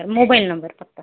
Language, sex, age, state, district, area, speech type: Marathi, female, 30-45, Maharashtra, Yavatmal, urban, conversation